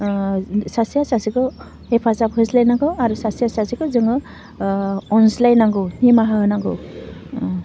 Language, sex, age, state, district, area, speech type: Bodo, female, 45-60, Assam, Udalguri, urban, spontaneous